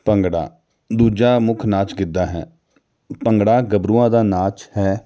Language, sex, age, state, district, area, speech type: Punjabi, male, 30-45, Punjab, Jalandhar, urban, spontaneous